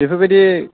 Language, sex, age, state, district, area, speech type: Bodo, male, 30-45, Assam, Chirang, rural, conversation